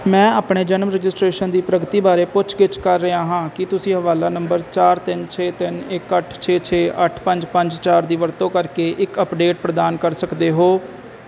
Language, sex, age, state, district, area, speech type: Punjabi, male, 18-30, Punjab, Firozpur, rural, read